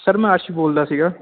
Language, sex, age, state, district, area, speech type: Punjabi, male, 18-30, Punjab, Ludhiana, urban, conversation